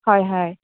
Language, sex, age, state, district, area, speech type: Assamese, female, 30-45, Assam, Kamrup Metropolitan, urban, conversation